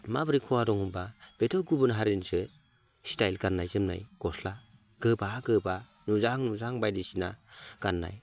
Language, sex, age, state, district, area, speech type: Bodo, male, 45-60, Assam, Baksa, rural, spontaneous